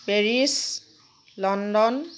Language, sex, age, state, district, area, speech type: Assamese, female, 30-45, Assam, Nagaon, rural, spontaneous